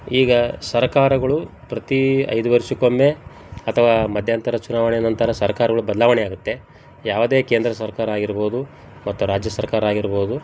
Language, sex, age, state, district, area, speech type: Kannada, male, 45-60, Karnataka, Koppal, rural, spontaneous